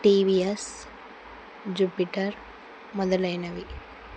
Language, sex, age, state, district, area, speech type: Telugu, female, 45-60, Andhra Pradesh, Kurnool, rural, spontaneous